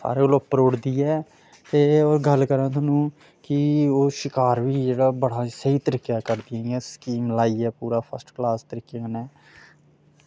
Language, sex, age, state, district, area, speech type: Dogri, male, 30-45, Jammu and Kashmir, Samba, rural, spontaneous